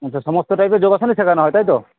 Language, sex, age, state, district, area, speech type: Bengali, male, 18-30, West Bengal, Uttar Dinajpur, rural, conversation